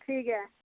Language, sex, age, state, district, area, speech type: Dogri, female, 60+, Jammu and Kashmir, Udhampur, rural, conversation